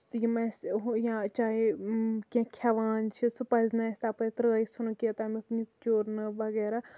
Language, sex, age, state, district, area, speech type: Kashmiri, female, 18-30, Jammu and Kashmir, Kulgam, rural, spontaneous